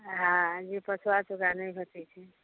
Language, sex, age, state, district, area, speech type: Maithili, female, 60+, Bihar, Saharsa, rural, conversation